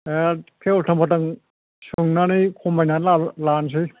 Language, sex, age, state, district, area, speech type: Bodo, male, 45-60, Assam, Chirang, rural, conversation